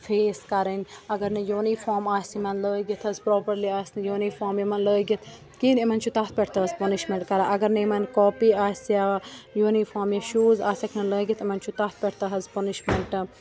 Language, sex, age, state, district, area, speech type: Kashmiri, female, 18-30, Jammu and Kashmir, Bandipora, rural, spontaneous